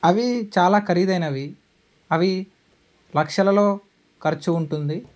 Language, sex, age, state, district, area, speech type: Telugu, male, 18-30, Andhra Pradesh, Alluri Sitarama Raju, rural, spontaneous